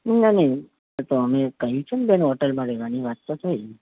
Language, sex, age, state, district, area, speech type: Gujarati, male, 45-60, Gujarat, Ahmedabad, urban, conversation